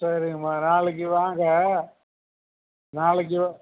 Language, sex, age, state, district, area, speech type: Tamil, male, 60+, Tamil Nadu, Cuddalore, rural, conversation